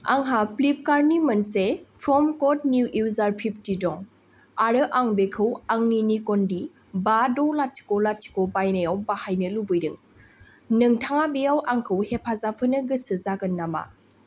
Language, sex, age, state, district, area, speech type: Bodo, female, 18-30, Assam, Baksa, rural, read